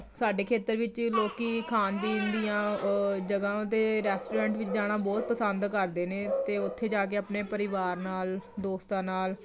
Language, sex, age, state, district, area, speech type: Punjabi, female, 30-45, Punjab, Jalandhar, urban, spontaneous